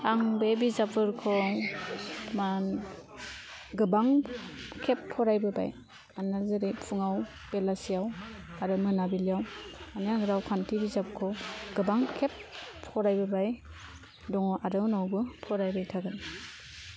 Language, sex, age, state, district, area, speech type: Bodo, female, 18-30, Assam, Udalguri, rural, spontaneous